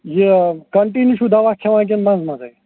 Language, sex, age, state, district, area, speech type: Kashmiri, male, 45-60, Jammu and Kashmir, Srinagar, urban, conversation